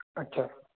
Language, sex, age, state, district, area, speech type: Sindhi, male, 18-30, Maharashtra, Thane, urban, conversation